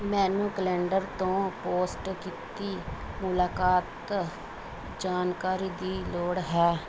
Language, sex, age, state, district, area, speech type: Punjabi, female, 30-45, Punjab, Pathankot, rural, read